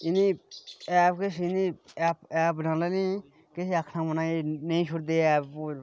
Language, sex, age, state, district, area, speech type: Dogri, male, 18-30, Jammu and Kashmir, Udhampur, rural, spontaneous